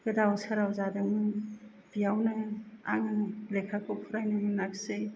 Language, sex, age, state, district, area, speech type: Bodo, female, 30-45, Assam, Chirang, urban, spontaneous